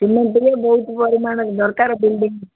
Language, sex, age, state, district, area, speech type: Odia, female, 60+, Odisha, Gajapati, rural, conversation